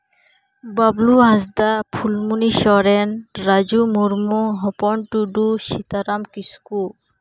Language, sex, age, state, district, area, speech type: Santali, female, 30-45, West Bengal, Uttar Dinajpur, rural, spontaneous